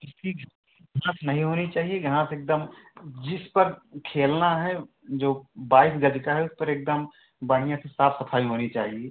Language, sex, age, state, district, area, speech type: Hindi, male, 45-60, Uttar Pradesh, Ayodhya, rural, conversation